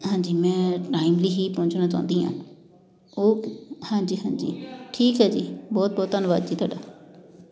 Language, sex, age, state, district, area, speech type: Punjabi, female, 30-45, Punjab, Amritsar, urban, spontaneous